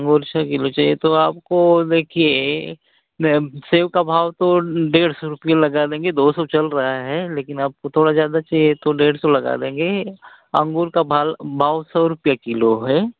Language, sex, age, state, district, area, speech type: Hindi, male, 45-60, Uttar Pradesh, Ghazipur, rural, conversation